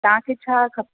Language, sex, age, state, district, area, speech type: Sindhi, female, 30-45, Delhi, South Delhi, urban, conversation